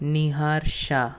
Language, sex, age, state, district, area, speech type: Gujarati, male, 18-30, Gujarat, Anand, rural, spontaneous